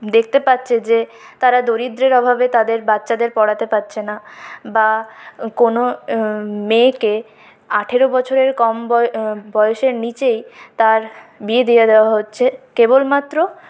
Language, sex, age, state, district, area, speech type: Bengali, female, 30-45, West Bengal, Purulia, urban, spontaneous